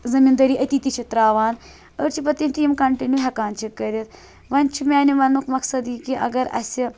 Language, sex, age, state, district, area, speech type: Kashmiri, female, 18-30, Jammu and Kashmir, Srinagar, rural, spontaneous